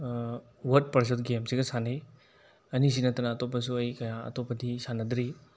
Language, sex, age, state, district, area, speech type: Manipuri, male, 18-30, Manipur, Bishnupur, rural, spontaneous